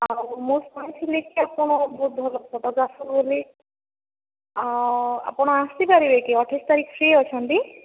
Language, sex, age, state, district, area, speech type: Odia, female, 30-45, Odisha, Jajpur, rural, conversation